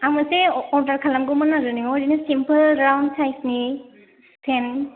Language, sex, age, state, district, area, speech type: Bodo, female, 18-30, Assam, Chirang, rural, conversation